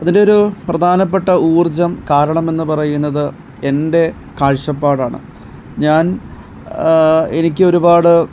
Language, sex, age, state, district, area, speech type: Malayalam, male, 18-30, Kerala, Pathanamthitta, urban, spontaneous